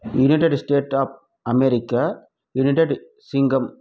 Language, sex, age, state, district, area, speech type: Tamil, male, 30-45, Tamil Nadu, Krishnagiri, rural, spontaneous